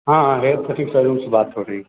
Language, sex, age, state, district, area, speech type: Hindi, male, 45-60, Uttar Pradesh, Azamgarh, rural, conversation